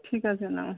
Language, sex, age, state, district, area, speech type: Bengali, female, 45-60, West Bengal, Hooghly, rural, conversation